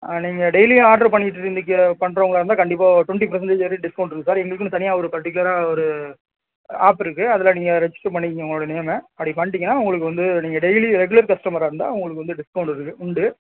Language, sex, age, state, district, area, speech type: Tamil, male, 30-45, Tamil Nadu, Ariyalur, rural, conversation